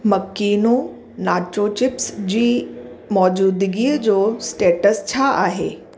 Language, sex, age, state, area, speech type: Sindhi, female, 30-45, Chhattisgarh, urban, read